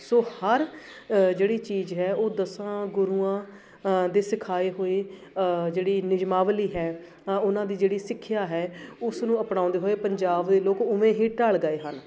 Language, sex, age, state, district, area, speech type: Punjabi, female, 30-45, Punjab, Shaheed Bhagat Singh Nagar, urban, spontaneous